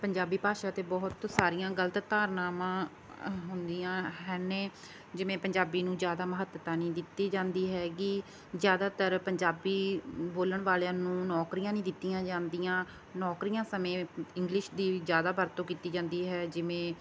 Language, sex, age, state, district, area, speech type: Punjabi, female, 30-45, Punjab, Mansa, rural, spontaneous